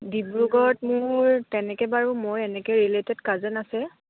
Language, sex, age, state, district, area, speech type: Assamese, female, 18-30, Assam, Dibrugarh, rural, conversation